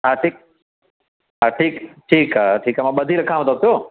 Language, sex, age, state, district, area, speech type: Sindhi, male, 45-60, Madhya Pradesh, Katni, rural, conversation